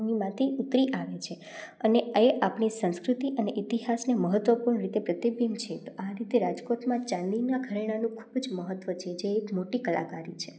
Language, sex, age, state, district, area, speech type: Gujarati, female, 18-30, Gujarat, Rajkot, rural, spontaneous